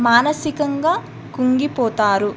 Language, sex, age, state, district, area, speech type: Telugu, female, 18-30, Telangana, Medak, rural, spontaneous